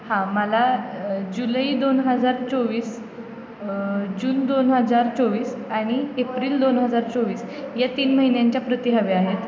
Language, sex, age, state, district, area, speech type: Marathi, female, 18-30, Maharashtra, Satara, urban, spontaneous